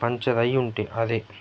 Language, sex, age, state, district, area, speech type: Telugu, male, 18-30, Andhra Pradesh, Nellore, rural, spontaneous